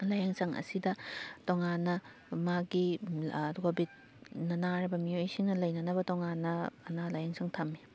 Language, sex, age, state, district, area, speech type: Manipuri, female, 18-30, Manipur, Thoubal, rural, spontaneous